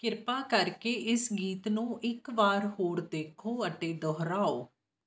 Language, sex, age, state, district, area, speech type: Punjabi, female, 30-45, Punjab, Amritsar, urban, read